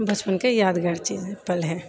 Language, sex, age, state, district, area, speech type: Maithili, female, 30-45, Bihar, Purnia, rural, spontaneous